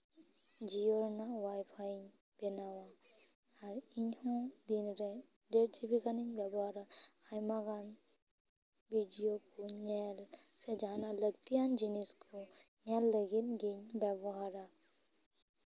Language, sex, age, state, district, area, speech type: Santali, female, 18-30, West Bengal, Purba Bardhaman, rural, spontaneous